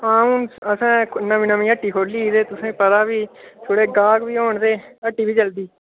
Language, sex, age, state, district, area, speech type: Dogri, male, 18-30, Jammu and Kashmir, Udhampur, rural, conversation